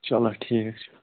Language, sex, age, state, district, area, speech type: Kashmiri, male, 45-60, Jammu and Kashmir, Bandipora, rural, conversation